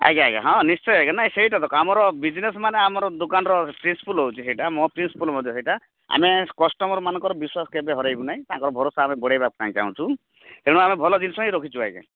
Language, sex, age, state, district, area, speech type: Odia, male, 45-60, Odisha, Rayagada, rural, conversation